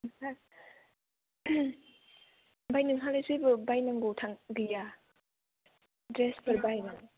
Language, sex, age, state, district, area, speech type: Bodo, female, 18-30, Assam, Kokrajhar, rural, conversation